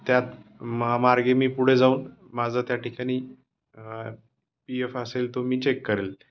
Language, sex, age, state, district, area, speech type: Marathi, male, 30-45, Maharashtra, Osmanabad, rural, spontaneous